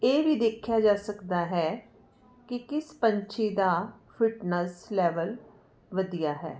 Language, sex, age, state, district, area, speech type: Punjabi, female, 45-60, Punjab, Jalandhar, urban, spontaneous